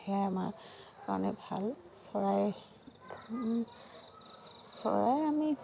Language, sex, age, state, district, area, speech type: Assamese, female, 45-60, Assam, Dibrugarh, rural, spontaneous